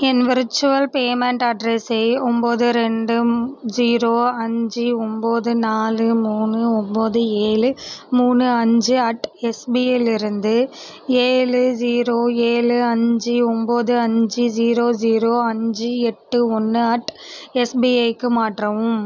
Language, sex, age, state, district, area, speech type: Tamil, female, 18-30, Tamil Nadu, Mayiladuthurai, rural, read